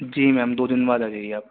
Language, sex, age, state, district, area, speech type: Urdu, male, 18-30, Delhi, Central Delhi, urban, conversation